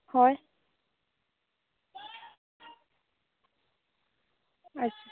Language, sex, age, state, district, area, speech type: Santali, female, 18-30, West Bengal, Purulia, rural, conversation